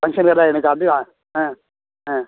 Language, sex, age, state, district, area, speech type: Tamil, male, 60+, Tamil Nadu, Thanjavur, rural, conversation